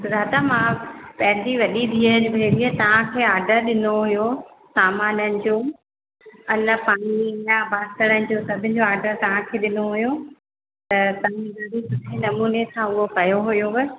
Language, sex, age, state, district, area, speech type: Sindhi, female, 30-45, Madhya Pradesh, Katni, urban, conversation